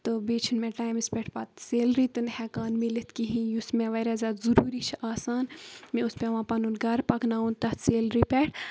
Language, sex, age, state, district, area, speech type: Kashmiri, female, 30-45, Jammu and Kashmir, Baramulla, rural, spontaneous